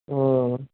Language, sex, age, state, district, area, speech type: Punjabi, male, 18-30, Punjab, Patiala, urban, conversation